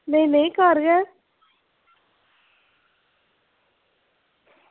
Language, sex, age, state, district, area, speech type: Dogri, female, 45-60, Jammu and Kashmir, Reasi, urban, conversation